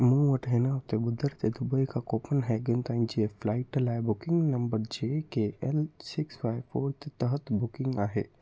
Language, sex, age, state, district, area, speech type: Sindhi, male, 18-30, Gujarat, Kutch, rural, read